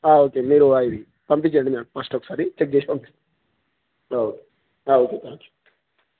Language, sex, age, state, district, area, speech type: Telugu, male, 18-30, Telangana, Jangaon, rural, conversation